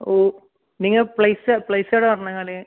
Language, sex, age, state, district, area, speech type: Malayalam, male, 18-30, Kerala, Kasaragod, urban, conversation